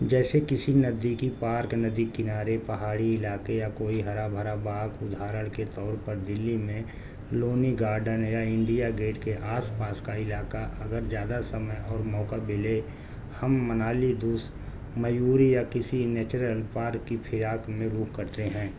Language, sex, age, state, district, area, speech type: Urdu, male, 60+, Delhi, South Delhi, urban, spontaneous